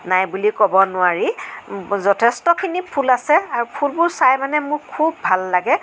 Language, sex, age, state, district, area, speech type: Assamese, female, 45-60, Assam, Nagaon, rural, spontaneous